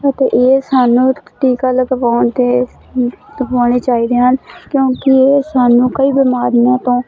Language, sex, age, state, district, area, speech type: Punjabi, female, 30-45, Punjab, Hoshiarpur, rural, spontaneous